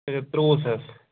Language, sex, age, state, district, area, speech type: Kashmiri, male, 30-45, Jammu and Kashmir, Pulwama, rural, conversation